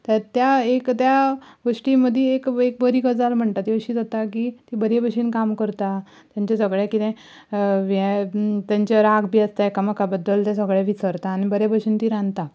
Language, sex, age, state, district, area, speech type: Goan Konkani, female, 18-30, Goa, Ponda, rural, spontaneous